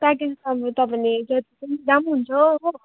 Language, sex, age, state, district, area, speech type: Nepali, female, 30-45, West Bengal, Darjeeling, rural, conversation